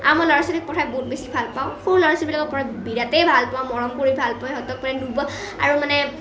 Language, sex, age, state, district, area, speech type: Assamese, female, 18-30, Assam, Nalbari, rural, spontaneous